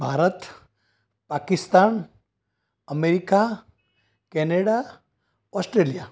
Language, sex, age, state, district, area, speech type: Gujarati, male, 60+, Gujarat, Ahmedabad, urban, spontaneous